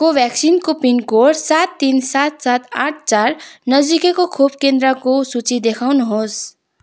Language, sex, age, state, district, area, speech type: Nepali, female, 18-30, West Bengal, Kalimpong, rural, read